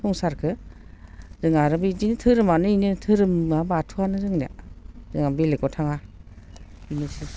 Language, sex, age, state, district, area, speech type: Bodo, female, 60+, Assam, Baksa, urban, spontaneous